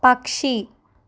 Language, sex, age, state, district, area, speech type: Telugu, female, 30-45, Andhra Pradesh, Palnadu, urban, read